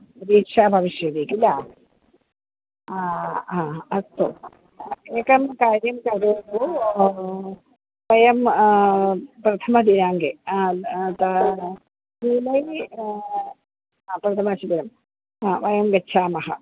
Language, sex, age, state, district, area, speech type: Sanskrit, female, 60+, Kerala, Kannur, urban, conversation